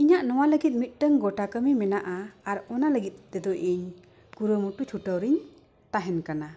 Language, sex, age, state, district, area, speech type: Santali, female, 45-60, Jharkhand, Bokaro, rural, spontaneous